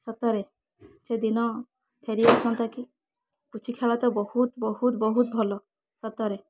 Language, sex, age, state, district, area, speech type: Odia, female, 18-30, Odisha, Balasore, rural, spontaneous